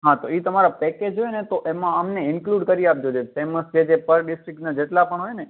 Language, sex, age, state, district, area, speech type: Gujarati, male, 18-30, Gujarat, Kutch, urban, conversation